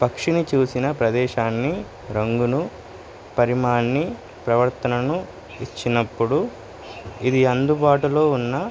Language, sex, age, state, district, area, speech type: Telugu, male, 18-30, Telangana, Suryapet, urban, spontaneous